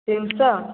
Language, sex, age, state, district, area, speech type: Odia, female, 18-30, Odisha, Jajpur, rural, conversation